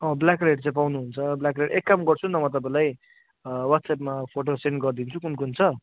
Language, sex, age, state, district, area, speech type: Nepali, male, 60+, West Bengal, Darjeeling, rural, conversation